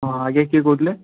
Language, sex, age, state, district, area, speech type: Odia, male, 18-30, Odisha, Balasore, rural, conversation